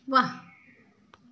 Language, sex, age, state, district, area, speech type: Assamese, female, 45-60, Assam, Dibrugarh, rural, read